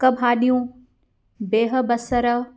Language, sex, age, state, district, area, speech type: Sindhi, female, 30-45, Uttar Pradesh, Lucknow, urban, spontaneous